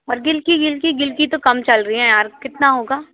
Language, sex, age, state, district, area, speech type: Hindi, female, 18-30, Madhya Pradesh, Hoshangabad, urban, conversation